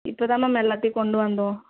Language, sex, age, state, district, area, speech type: Tamil, female, 18-30, Tamil Nadu, Tiruvallur, urban, conversation